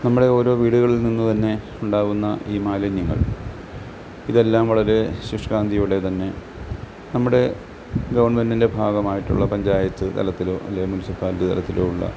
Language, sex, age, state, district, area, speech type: Malayalam, male, 60+, Kerala, Alappuzha, rural, spontaneous